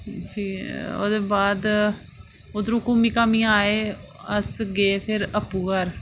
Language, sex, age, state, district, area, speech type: Dogri, female, 30-45, Jammu and Kashmir, Reasi, rural, spontaneous